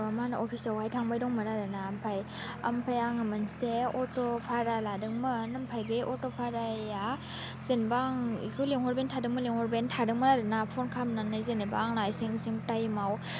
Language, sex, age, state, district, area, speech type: Bodo, female, 18-30, Assam, Baksa, rural, spontaneous